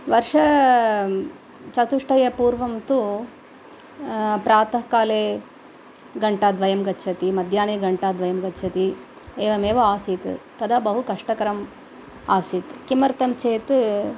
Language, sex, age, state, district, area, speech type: Sanskrit, female, 45-60, Tamil Nadu, Coimbatore, urban, spontaneous